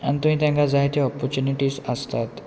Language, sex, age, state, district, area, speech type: Goan Konkani, male, 18-30, Goa, Quepem, rural, spontaneous